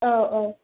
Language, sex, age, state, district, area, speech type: Bodo, female, 18-30, Assam, Chirang, rural, conversation